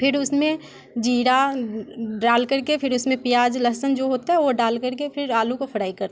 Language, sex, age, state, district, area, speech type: Hindi, female, 18-30, Bihar, Muzaffarpur, urban, spontaneous